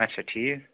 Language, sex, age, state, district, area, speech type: Kashmiri, male, 30-45, Jammu and Kashmir, Srinagar, urban, conversation